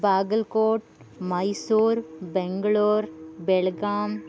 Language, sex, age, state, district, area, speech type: Sanskrit, female, 18-30, Karnataka, Bagalkot, rural, spontaneous